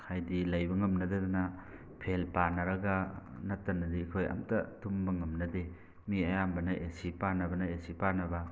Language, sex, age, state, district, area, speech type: Manipuri, male, 45-60, Manipur, Thoubal, rural, spontaneous